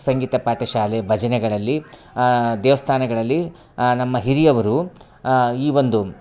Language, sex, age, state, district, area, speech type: Kannada, male, 30-45, Karnataka, Vijayapura, rural, spontaneous